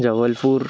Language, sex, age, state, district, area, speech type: Hindi, male, 18-30, Madhya Pradesh, Betul, urban, spontaneous